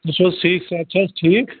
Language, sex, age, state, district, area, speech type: Kashmiri, male, 45-60, Jammu and Kashmir, Bandipora, rural, conversation